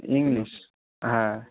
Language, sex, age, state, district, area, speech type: Bengali, male, 18-30, West Bengal, Howrah, urban, conversation